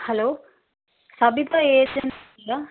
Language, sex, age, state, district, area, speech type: Tamil, female, 18-30, Tamil Nadu, Ariyalur, rural, conversation